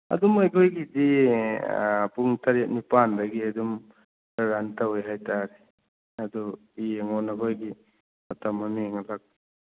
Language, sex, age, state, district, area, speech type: Manipuri, male, 45-60, Manipur, Churachandpur, rural, conversation